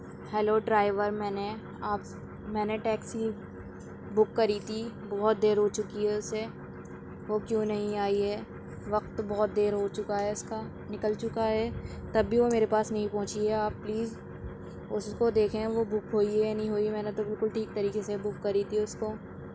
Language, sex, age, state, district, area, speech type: Urdu, female, 45-60, Delhi, Central Delhi, urban, spontaneous